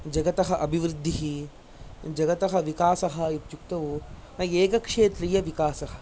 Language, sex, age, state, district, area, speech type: Sanskrit, male, 18-30, Andhra Pradesh, Chittoor, rural, spontaneous